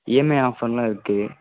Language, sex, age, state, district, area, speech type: Tamil, male, 18-30, Tamil Nadu, Namakkal, rural, conversation